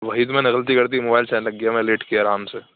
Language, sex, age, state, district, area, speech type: Urdu, male, 30-45, Uttar Pradesh, Aligarh, rural, conversation